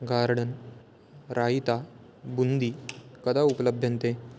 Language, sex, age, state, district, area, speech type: Sanskrit, male, 18-30, Maharashtra, Chandrapur, rural, read